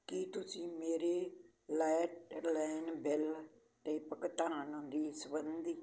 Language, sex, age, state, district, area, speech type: Punjabi, female, 60+, Punjab, Barnala, rural, read